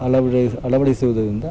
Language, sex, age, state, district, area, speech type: Kannada, male, 30-45, Karnataka, Dakshina Kannada, rural, spontaneous